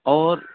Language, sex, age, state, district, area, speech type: Urdu, male, 18-30, Uttar Pradesh, Saharanpur, urban, conversation